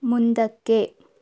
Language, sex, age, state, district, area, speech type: Kannada, female, 18-30, Karnataka, Tumkur, rural, read